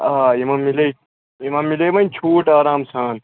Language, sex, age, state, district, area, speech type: Kashmiri, male, 45-60, Jammu and Kashmir, Srinagar, urban, conversation